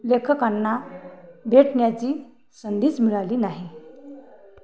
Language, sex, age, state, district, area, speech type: Marathi, female, 45-60, Maharashtra, Hingoli, urban, spontaneous